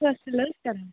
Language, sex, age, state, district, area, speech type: Kashmiri, female, 30-45, Jammu and Kashmir, Srinagar, urban, conversation